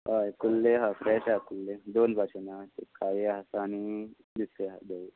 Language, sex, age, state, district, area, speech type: Goan Konkani, male, 45-60, Goa, Tiswadi, rural, conversation